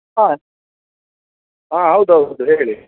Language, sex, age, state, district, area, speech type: Kannada, male, 30-45, Karnataka, Udupi, rural, conversation